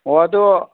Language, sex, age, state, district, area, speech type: Manipuri, male, 60+, Manipur, Thoubal, rural, conversation